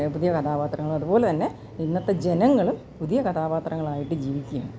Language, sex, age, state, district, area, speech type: Malayalam, female, 60+, Kerala, Alappuzha, urban, spontaneous